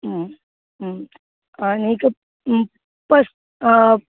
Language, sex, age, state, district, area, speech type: Goan Konkani, female, 30-45, Goa, Canacona, rural, conversation